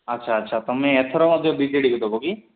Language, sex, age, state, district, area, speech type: Odia, male, 18-30, Odisha, Nabarangpur, urban, conversation